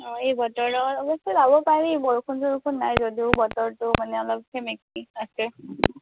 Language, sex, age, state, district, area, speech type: Assamese, female, 18-30, Assam, Morigaon, rural, conversation